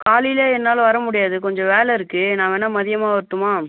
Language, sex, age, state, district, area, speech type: Tamil, male, 30-45, Tamil Nadu, Viluppuram, rural, conversation